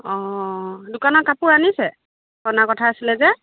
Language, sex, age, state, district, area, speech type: Assamese, female, 30-45, Assam, Biswanath, rural, conversation